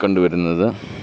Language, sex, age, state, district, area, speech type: Malayalam, male, 30-45, Kerala, Pathanamthitta, urban, spontaneous